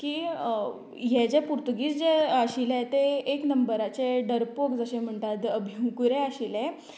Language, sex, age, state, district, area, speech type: Goan Konkani, female, 18-30, Goa, Canacona, rural, spontaneous